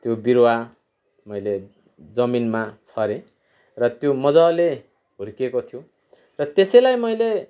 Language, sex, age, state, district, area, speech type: Nepali, male, 45-60, West Bengal, Kalimpong, rural, spontaneous